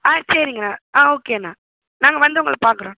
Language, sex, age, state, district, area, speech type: Tamil, female, 45-60, Tamil Nadu, Pudukkottai, rural, conversation